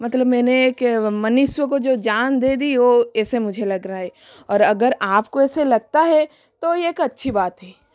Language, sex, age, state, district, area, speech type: Hindi, female, 30-45, Rajasthan, Jodhpur, rural, spontaneous